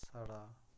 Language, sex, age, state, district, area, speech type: Dogri, male, 45-60, Jammu and Kashmir, Reasi, rural, spontaneous